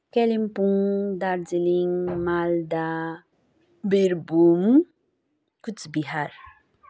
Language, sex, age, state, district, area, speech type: Nepali, female, 18-30, West Bengal, Kalimpong, rural, spontaneous